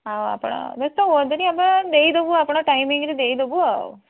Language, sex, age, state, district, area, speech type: Odia, female, 45-60, Odisha, Bhadrak, rural, conversation